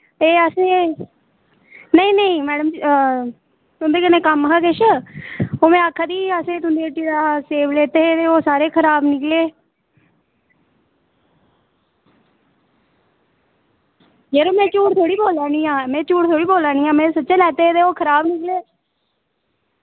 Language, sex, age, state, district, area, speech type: Dogri, female, 18-30, Jammu and Kashmir, Reasi, rural, conversation